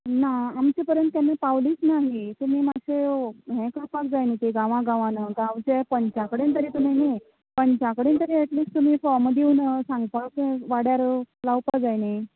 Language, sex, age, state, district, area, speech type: Goan Konkani, female, 30-45, Goa, Canacona, rural, conversation